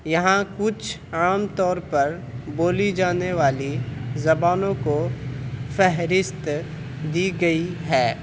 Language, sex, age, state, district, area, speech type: Urdu, male, 18-30, Bihar, Purnia, rural, spontaneous